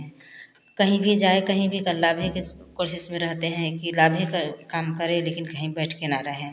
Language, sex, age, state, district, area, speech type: Hindi, female, 45-60, Bihar, Samastipur, rural, spontaneous